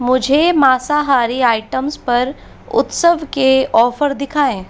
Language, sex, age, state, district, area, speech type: Hindi, female, 60+, Rajasthan, Jaipur, urban, read